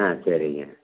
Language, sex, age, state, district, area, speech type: Tamil, male, 60+, Tamil Nadu, Tiruppur, rural, conversation